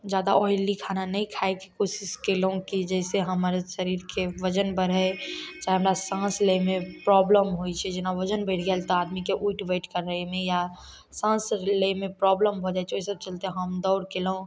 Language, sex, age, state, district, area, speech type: Maithili, female, 18-30, Bihar, Samastipur, urban, spontaneous